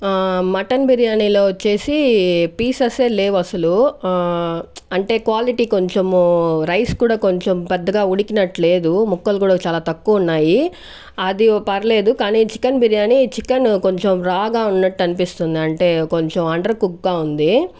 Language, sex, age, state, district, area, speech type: Telugu, female, 18-30, Andhra Pradesh, Chittoor, urban, spontaneous